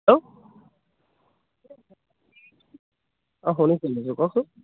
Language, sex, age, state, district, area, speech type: Assamese, male, 18-30, Assam, Dhemaji, rural, conversation